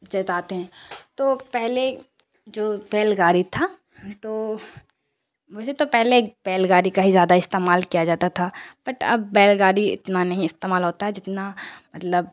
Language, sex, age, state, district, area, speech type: Urdu, female, 30-45, Bihar, Darbhanga, rural, spontaneous